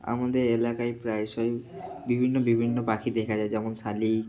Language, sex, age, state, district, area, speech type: Bengali, male, 30-45, West Bengal, Bankura, urban, spontaneous